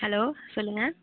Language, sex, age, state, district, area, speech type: Tamil, female, 18-30, Tamil Nadu, Mayiladuthurai, urban, conversation